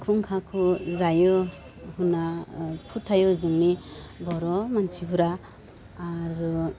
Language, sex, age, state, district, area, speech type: Bodo, female, 30-45, Assam, Udalguri, urban, spontaneous